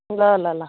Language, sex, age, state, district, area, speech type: Nepali, female, 30-45, West Bengal, Darjeeling, urban, conversation